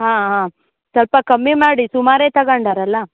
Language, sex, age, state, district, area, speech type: Kannada, female, 18-30, Karnataka, Uttara Kannada, rural, conversation